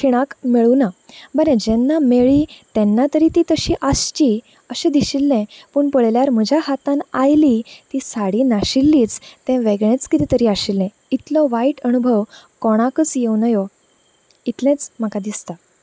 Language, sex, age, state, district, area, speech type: Goan Konkani, female, 18-30, Goa, Canacona, urban, spontaneous